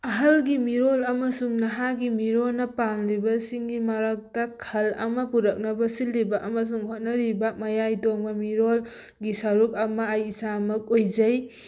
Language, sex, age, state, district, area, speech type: Manipuri, female, 18-30, Manipur, Thoubal, rural, spontaneous